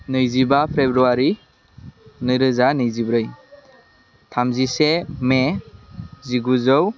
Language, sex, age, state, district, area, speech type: Bodo, male, 18-30, Assam, Udalguri, urban, spontaneous